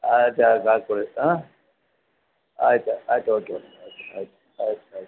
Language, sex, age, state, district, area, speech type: Kannada, male, 60+, Karnataka, Chamarajanagar, rural, conversation